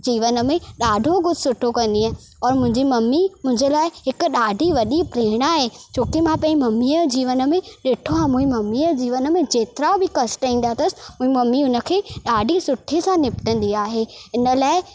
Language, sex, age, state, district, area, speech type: Sindhi, female, 18-30, Madhya Pradesh, Katni, rural, spontaneous